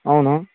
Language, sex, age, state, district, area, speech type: Telugu, male, 18-30, Andhra Pradesh, Sri Balaji, urban, conversation